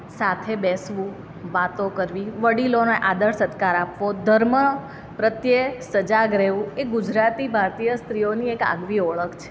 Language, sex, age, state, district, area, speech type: Gujarati, female, 30-45, Gujarat, Surat, urban, spontaneous